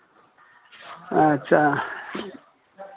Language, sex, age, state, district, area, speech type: Maithili, male, 60+, Bihar, Madhepura, rural, conversation